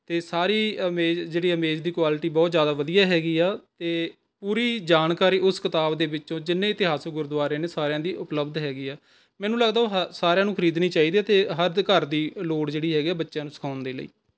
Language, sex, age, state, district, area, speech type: Punjabi, male, 45-60, Punjab, Rupnagar, urban, spontaneous